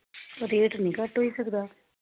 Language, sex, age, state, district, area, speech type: Dogri, female, 45-60, Jammu and Kashmir, Samba, rural, conversation